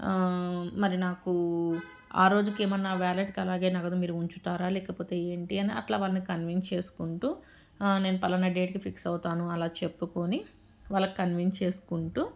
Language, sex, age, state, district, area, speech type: Telugu, female, 30-45, Telangana, Medchal, urban, spontaneous